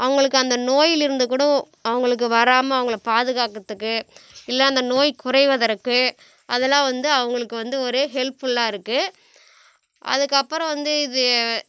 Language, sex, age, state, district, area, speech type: Tamil, female, 45-60, Tamil Nadu, Cuddalore, rural, spontaneous